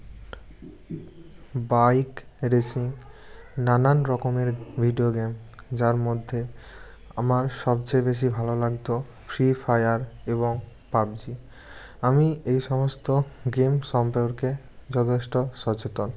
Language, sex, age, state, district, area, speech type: Bengali, male, 18-30, West Bengal, Bankura, urban, spontaneous